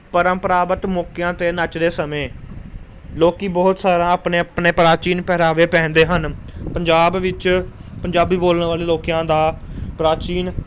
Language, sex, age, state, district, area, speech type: Punjabi, male, 18-30, Punjab, Gurdaspur, urban, spontaneous